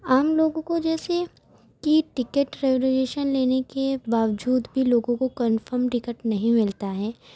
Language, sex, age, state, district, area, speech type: Urdu, female, 18-30, Uttar Pradesh, Gautam Buddha Nagar, rural, spontaneous